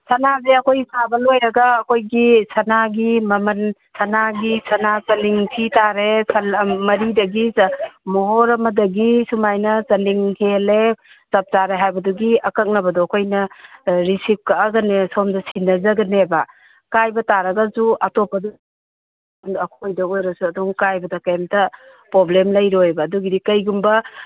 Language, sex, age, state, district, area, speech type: Manipuri, female, 60+, Manipur, Imphal East, rural, conversation